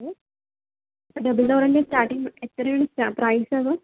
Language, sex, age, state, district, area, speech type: Malayalam, female, 18-30, Kerala, Palakkad, urban, conversation